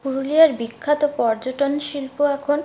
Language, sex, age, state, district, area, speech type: Bengali, female, 30-45, West Bengal, Purulia, rural, spontaneous